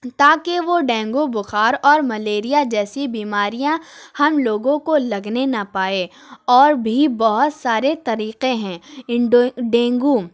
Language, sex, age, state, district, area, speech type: Urdu, female, 30-45, Uttar Pradesh, Lucknow, urban, spontaneous